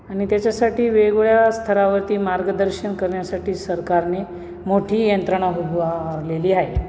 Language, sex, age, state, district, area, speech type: Marathi, male, 45-60, Maharashtra, Nashik, urban, spontaneous